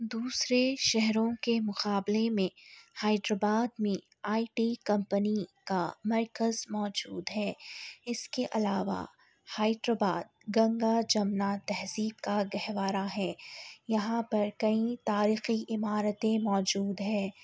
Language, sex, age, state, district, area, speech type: Urdu, female, 18-30, Telangana, Hyderabad, urban, spontaneous